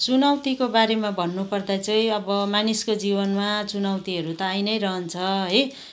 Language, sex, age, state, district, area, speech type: Nepali, female, 45-60, West Bengal, Kalimpong, rural, spontaneous